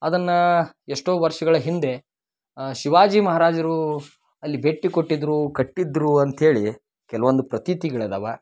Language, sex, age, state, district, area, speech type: Kannada, male, 30-45, Karnataka, Dharwad, rural, spontaneous